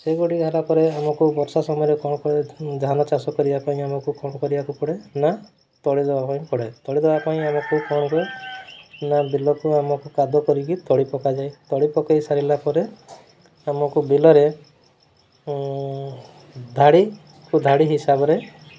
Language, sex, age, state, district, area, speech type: Odia, male, 30-45, Odisha, Mayurbhanj, rural, spontaneous